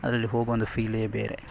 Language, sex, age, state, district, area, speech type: Kannada, male, 18-30, Karnataka, Dakshina Kannada, rural, spontaneous